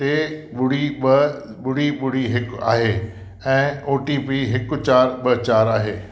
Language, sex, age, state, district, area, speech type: Sindhi, male, 60+, Gujarat, Kutch, urban, read